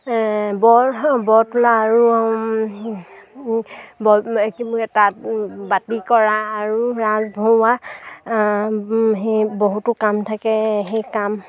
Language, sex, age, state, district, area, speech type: Assamese, female, 18-30, Assam, Sivasagar, rural, spontaneous